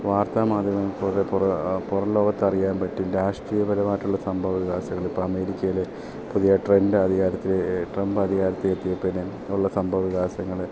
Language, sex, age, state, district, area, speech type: Malayalam, male, 30-45, Kerala, Idukki, rural, spontaneous